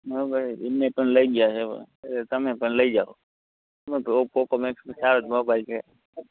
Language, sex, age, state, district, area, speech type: Gujarati, male, 18-30, Gujarat, Morbi, rural, conversation